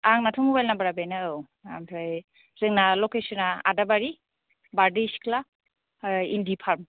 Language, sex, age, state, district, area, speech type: Bodo, female, 30-45, Assam, Kokrajhar, rural, conversation